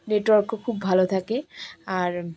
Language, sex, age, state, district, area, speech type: Bengali, female, 30-45, West Bengal, Malda, rural, spontaneous